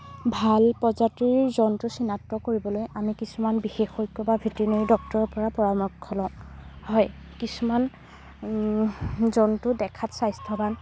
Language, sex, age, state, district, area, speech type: Assamese, female, 18-30, Assam, Golaghat, rural, spontaneous